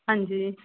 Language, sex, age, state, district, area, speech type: Punjabi, female, 30-45, Punjab, Rupnagar, urban, conversation